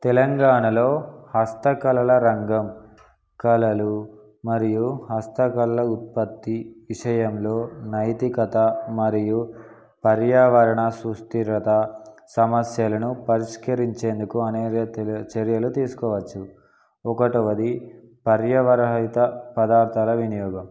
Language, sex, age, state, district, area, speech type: Telugu, male, 18-30, Telangana, Peddapalli, urban, spontaneous